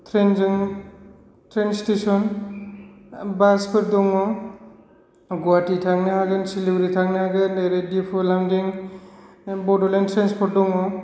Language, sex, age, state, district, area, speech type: Bodo, male, 45-60, Assam, Kokrajhar, rural, spontaneous